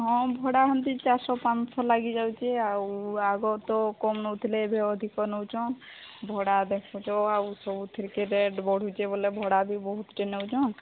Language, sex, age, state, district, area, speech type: Odia, female, 30-45, Odisha, Sambalpur, rural, conversation